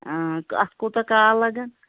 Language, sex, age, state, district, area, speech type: Kashmiri, female, 30-45, Jammu and Kashmir, Kulgam, rural, conversation